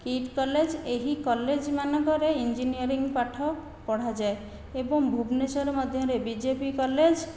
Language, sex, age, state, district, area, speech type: Odia, female, 45-60, Odisha, Khordha, rural, spontaneous